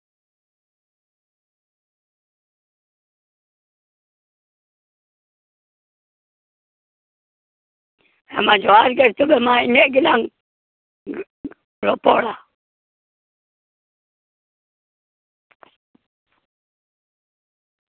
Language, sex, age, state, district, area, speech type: Santali, male, 60+, West Bengal, Purulia, rural, conversation